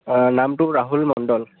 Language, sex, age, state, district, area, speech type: Assamese, male, 18-30, Assam, Barpeta, rural, conversation